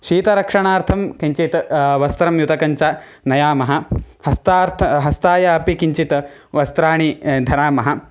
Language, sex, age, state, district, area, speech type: Sanskrit, male, 18-30, Karnataka, Chikkamagaluru, rural, spontaneous